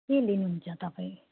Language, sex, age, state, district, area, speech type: Nepali, female, 45-60, West Bengal, Jalpaiguri, rural, conversation